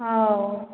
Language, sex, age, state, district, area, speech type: Odia, female, 45-60, Odisha, Angul, rural, conversation